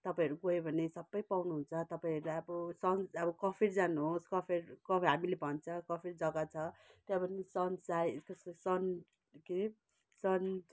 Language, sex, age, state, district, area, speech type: Nepali, female, 60+, West Bengal, Kalimpong, rural, spontaneous